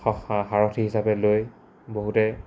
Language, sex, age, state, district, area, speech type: Assamese, male, 18-30, Assam, Dibrugarh, rural, spontaneous